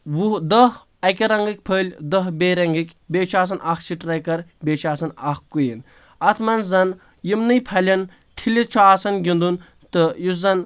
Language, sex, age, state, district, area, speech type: Kashmiri, male, 18-30, Jammu and Kashmir, Anantnag, rural, spontaneous